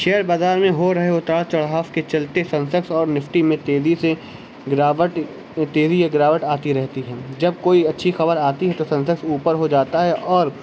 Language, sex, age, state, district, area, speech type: Urdu, male, 18-30, Uttar Pradesh, Shahjahanpur, urban, spontaneous